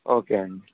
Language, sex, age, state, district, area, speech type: Telugu, male, 18-30, Andhra Pradesh, Sri Satya Sai, urban, conversation